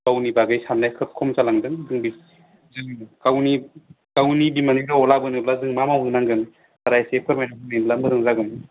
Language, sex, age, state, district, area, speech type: Bodo, male, 30-45, Assam, Udalguri, urban, conversation